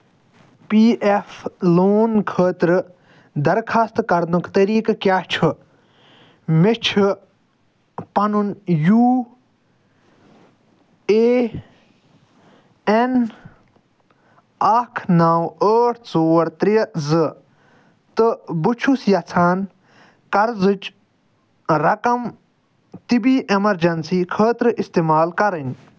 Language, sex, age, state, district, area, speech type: Kashmiri, male, 45-60, Jammu and Kashmir, Srinagar, urban, read